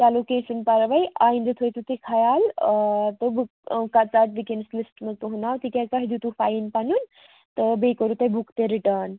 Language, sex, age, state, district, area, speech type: Kashmiri, female, 18-30, Jammu and Kashmir, Baramulla, rural, conversation